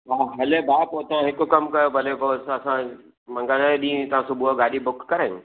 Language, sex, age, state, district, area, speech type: Sindhi, male, 45-60, Maharashtra, Thane, urban, conversation